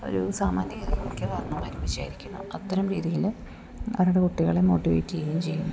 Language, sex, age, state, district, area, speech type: Malayalam, female, 30-45, Kerala, Idukki, rural, spontaneous